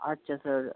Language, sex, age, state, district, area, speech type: Bengali, male, 18-30, West Bengal, Birbhum, urban, conversation